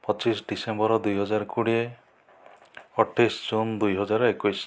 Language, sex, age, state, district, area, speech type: Odia, male, 45-60, Odisha, Kandhamal, rural, spontaneous